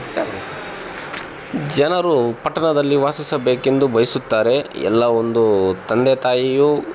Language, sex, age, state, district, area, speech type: Kannada, male, 18-30, Karnataka, Tumkur, rural, spontaneous